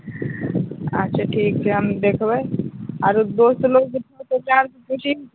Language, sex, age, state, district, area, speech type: Maithili, female, 18-30, Bihar, Begusarai, urban, conversation